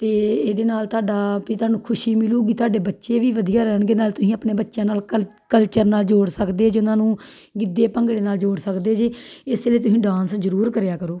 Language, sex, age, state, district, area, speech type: Punjabi, female, 30-45, Punjab, Tarn Taran, rural, spontaneous